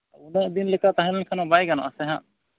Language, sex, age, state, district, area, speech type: Santali, male, 30-45, Jharkhand, East Singhbhum, rural, conversation